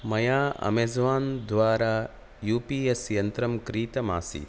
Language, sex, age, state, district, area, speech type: Sanskrit, male, 30-45, Karnataka, Udupi, rural, spontaneous